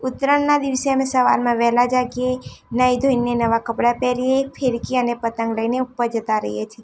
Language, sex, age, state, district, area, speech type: Gujarati, female, 18-30, Gujarat, Ahmedabad, urban, spontaneous